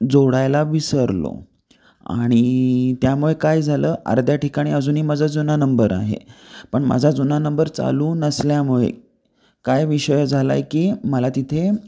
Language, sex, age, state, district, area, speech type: Marathi, male, 30-45, Maharashtra, Kolhapur, urban, spontaneous